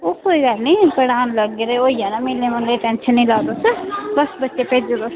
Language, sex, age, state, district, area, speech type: Dogri, female, 18-30, Jammu and Kashmir, Udhampur, rural, conversation